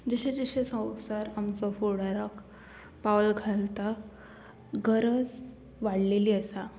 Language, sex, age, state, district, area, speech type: Goan Konkani, female, 18-30, Goa, Murmgao, rural, spontaneous